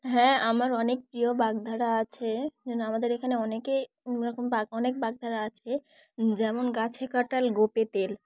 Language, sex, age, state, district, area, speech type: Bengali, female, 18-30, West Bengal, Dakshin Dinajpur, urban, spontaneous